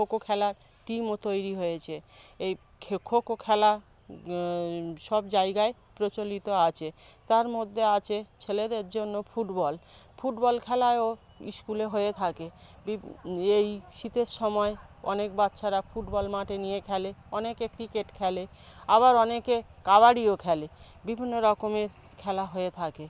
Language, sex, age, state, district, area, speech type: Bengali, female, 45-60, West Bengal, South 24 Parganas, rural, spontaneous